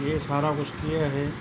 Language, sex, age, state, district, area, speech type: Punjabi, male, 45-60, Punjab, Mansa, urban, spontaneous